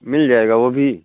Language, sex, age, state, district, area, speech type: Hindi, male, 45-60, Uttar Pradesh, Bhadohi, urban, conversation